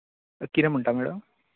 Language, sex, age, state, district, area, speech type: Goan Konkani, male, 18-30, Goa, Bardez, urban, conversation